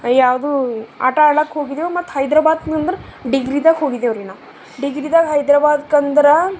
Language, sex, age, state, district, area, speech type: Kannada, female, 30-45, Karnataka, Bidar, urban, spontaneous